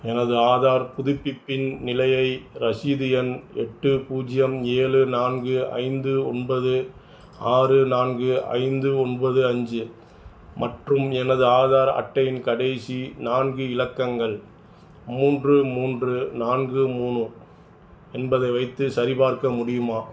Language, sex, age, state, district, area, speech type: Tamil, male, 45-60, Tamil Nadu, Tiruchirappalli, rural, read